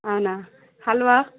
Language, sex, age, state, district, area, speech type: Telugu, female, 30-45, Telangana, Peddapalli, urban, conversation